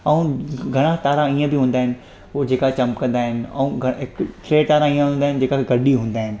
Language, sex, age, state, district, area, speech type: Sindhi, male, 18-30, Gujarat, Surat, urban, spontaneous